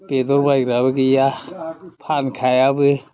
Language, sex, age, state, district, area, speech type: Bodo, male, 60+, Assam, Udalguri, rural, spontaneous